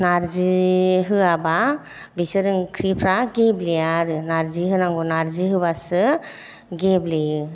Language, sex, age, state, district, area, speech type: Bodo, female, 45-60, Assam, Kokrajhar, urban, spontaneous